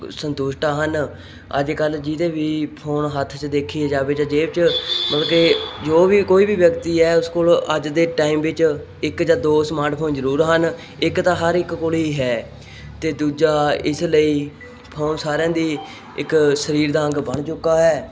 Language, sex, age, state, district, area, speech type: Punjabi, male, 18-30, Punjab, Hoshiarpur, rural, spontaneous